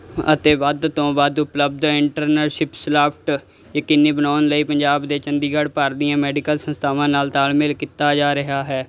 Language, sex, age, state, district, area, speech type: Punjabi, male, 18-30, Punjab, Muktsar, urban, spontaneous